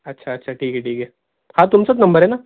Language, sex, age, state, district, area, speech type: Marathi, male, 30-45, Maharashtra, Nanded, rural, conversation